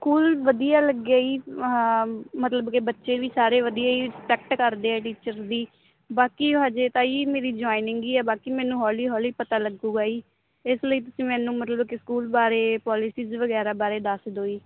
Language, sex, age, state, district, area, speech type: Punjabi, female, 18-30, Punjab, Muktsar, urban, conversation